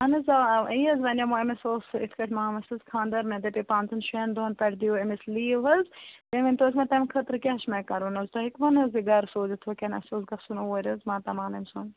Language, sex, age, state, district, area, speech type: Kashmiri, female, 18-30, Jammu and Kashmir, Bandipora, rural, conversation